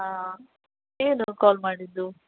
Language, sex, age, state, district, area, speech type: Kannada, female, 30-45, Karnataka, Udupi, rural, conversation